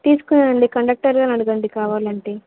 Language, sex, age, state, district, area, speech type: Telugu, female, 18-30, Telangana, Nalgonda, urban, conversation